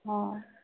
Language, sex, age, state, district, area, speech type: Odia, female, 30-45, Odisha, Sambalpur, rural, conversation